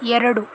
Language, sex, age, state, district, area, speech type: Kannada, female, 30-45, Karnataka, Bidar, rural, read